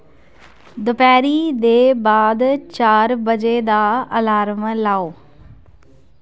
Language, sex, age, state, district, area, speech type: Dogri, female, 18-30, Jammu and Kashmir, Kathua, rural, read